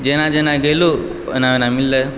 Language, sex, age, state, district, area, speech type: Maithili, male, 18-30, Bihar, Purnia, urban, spontaneous